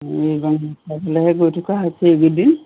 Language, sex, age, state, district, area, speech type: Assamese, female, 60+, Assam, Golaghat, urban, conversation